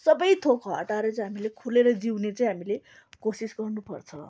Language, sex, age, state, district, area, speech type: Nepali, female, 30-45, West Bengal, Darjeeling, rural, spontaneous